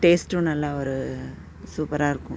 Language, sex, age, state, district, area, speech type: Tamil, female, 45-60, Tamil Nadu, Nagapattinam, urban, spontaneous